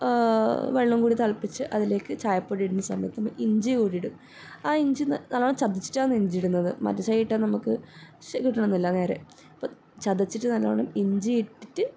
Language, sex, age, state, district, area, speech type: Malayalam, female, 18-30, Kerala, Kasaragod, rural, spontaneous